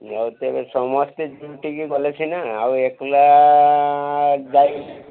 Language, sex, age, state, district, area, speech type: Odia, male, 60+, Odisha, Mayurbhanj, rural, conversation